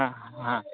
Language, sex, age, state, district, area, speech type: Bengali, male, 45-60, West Bengal, Dakshin Dinajpur, rural, conversation